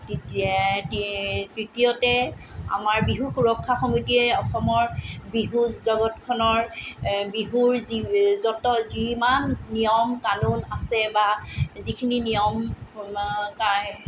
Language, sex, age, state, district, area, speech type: Assamese, female, 45-60, Assam, Tinsukia, rural, spontaneous